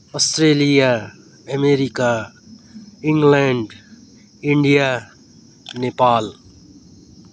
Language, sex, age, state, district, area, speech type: Nepali, male, 45-60, West Bengal, Darjeeling, rural, spontaneous